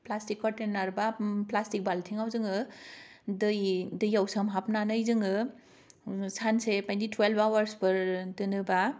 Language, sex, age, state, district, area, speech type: Bodo, female, 18-30, Assam, Kokrajhar, rural, spontaneous